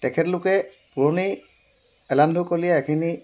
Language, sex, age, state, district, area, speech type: Assamese, male, 60+, Assam, Dibrugarh, rural, spontaneous